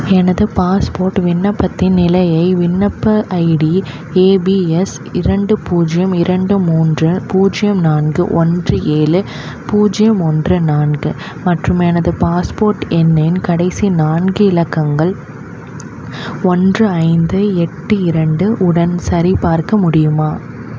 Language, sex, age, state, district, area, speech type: Tamil, female, 18-30, Tamil Nadu, Chennai, urban, read